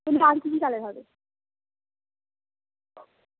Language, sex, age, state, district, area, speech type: Bengali, female, 18-30, West Bengal, Howrah, urban, conversation